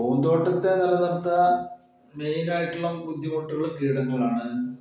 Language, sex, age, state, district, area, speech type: Malayalam, male, 60+, Kerala, Palakkad, rural, spontaneous